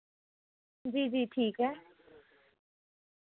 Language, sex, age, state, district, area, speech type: Dogri, female, 18-30, Jammu and Kashmir, Reasi, rural, conversation